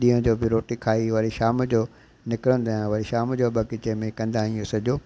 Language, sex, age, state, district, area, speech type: Sindhi, male, 60+, Gujarat, Kutch, urban, spontaneous